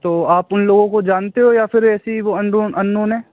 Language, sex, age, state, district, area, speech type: Hindi, male, 18-30, Rajasthan, Bharatpur, rural, conversation